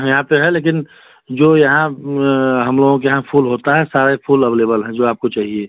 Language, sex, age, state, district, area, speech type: Hindi, male, 30-45, Uttar Pradesh, Chandauli, urban, conversation